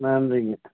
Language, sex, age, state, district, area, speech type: Tamil, male, 60+, Tamil Nadu, Nilgiris, rural, conversation